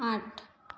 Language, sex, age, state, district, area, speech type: Gujarati, female, 45-60, Gujarat, Mehsana, rural, read